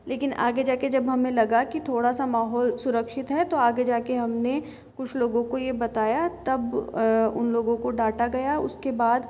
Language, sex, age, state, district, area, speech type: Hindi, female, 30-45, Rajasthan, Jaipur, urban, spontaneous